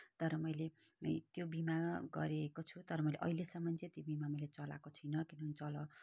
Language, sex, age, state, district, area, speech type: Nepali, female, 30-45, West Bengal, Kalimpong, rural, spontaneous